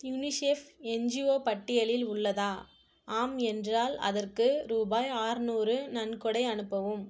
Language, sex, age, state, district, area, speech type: Tamil, female, 18-30, Tamil Nadu, Perambalur, urban, read